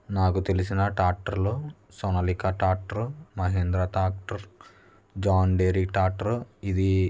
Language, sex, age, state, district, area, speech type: Telugu, male, 18-30, Andhra Pradesh, West Godavari, rural, spontaneous